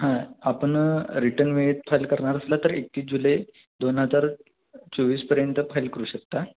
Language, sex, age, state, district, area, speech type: Marathi, male, 18-30, Maharashtra, Sangli, urban, conversation